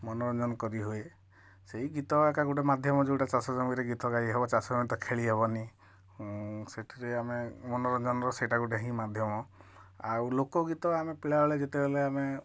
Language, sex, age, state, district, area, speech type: Odia, male, 45-60, Odisha, Kalahandi, rural, spontaneous